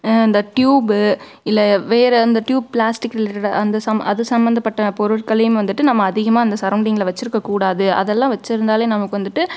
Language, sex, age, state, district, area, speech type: Tamil, female, 18-30, Tamil Nadu, Tiruppur, urban, spontaneous